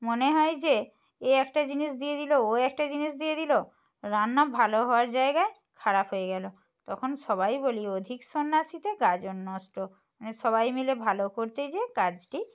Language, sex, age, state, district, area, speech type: Bengali, female, 30-45, West Bengal, Purba Medinipur, rural, spontaneous